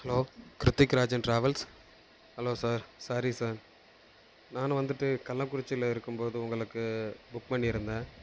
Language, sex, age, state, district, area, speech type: Tamil, male, 18-30, Tamil Nadu, Kallakurichi, rural, spontaneous